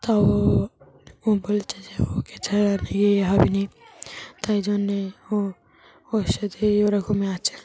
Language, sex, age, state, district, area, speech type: Bengali, female, 18-30, West Bengal, Dakshin Dinajpur, urban, spontaneous